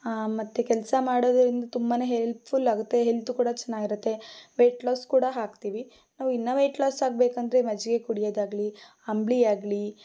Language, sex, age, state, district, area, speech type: Kannada, female, 18-30, Karnataka, Shimoga, rural, spontaneous